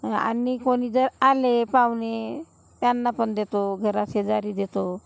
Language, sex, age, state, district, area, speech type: Marathi, female, 45-60, Maharashtra, Gondia, rural, spontaneous